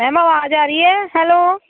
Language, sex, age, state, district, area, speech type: Punjabi, female, 30-45, Punjab, Kapurthala, urban, conversation